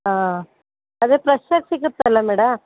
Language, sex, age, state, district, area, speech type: Kannada, female, 30-45, Karnataka, Mandya, urban, conversation